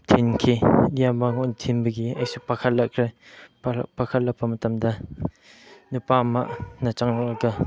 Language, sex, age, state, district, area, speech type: Manipuri, male, 18-30, Manipur, Chandel, rural, spontaneous